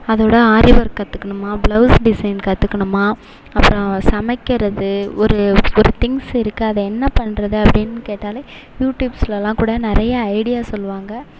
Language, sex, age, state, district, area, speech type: Tamil, female, 18-30, Tamil Nadu, Mayiladuthurai, urban, spontaneous